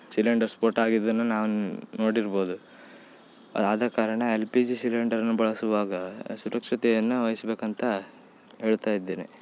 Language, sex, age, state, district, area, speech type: Kannada, male, 18-30, Karnataka, Uttara Kannada, rural, spontaneous